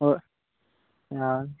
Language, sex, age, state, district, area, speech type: Manipuri, male, 18-30, Manipur, Churachandpur, rural, conversation